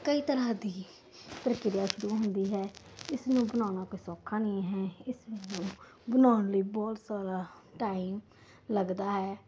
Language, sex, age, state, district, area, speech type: Punjabi, female, 30-45, Punjab, Ludhiana, urban, spontaneous